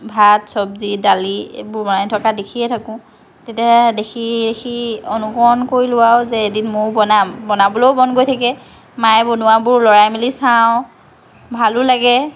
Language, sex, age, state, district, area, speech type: Assamese, female, 45-60, Assam, Lakhimpur, rural, spontaneous